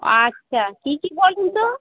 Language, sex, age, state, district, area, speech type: Bengali, female, 45-60, West Bengal, North 24 Parganas, urban, conversation